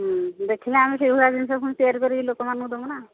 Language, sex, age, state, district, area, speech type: Odia, female, 45-60, Odisha, Angul, rural, conversation